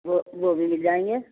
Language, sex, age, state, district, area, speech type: Urdu, female, 30-45, Uttar Pradesh, Ghaziabad, rural, conversation